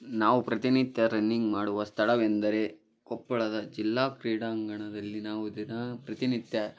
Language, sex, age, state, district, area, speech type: Kannada, male, 18-30, Karnataka, Koppal, rural, spontaneous